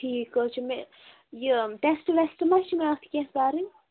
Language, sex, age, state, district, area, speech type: Kashmiri, female, 30-45, Jammu and Kashmir, Bandipora, rural, conversation